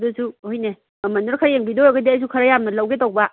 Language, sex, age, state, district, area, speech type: Manipuri, female, 60+, Manipur, Kangpokpi, urban, conversation